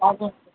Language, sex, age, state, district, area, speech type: Tamil, female, 60+, Tamil Nadu, Ariyalur, rural, conversation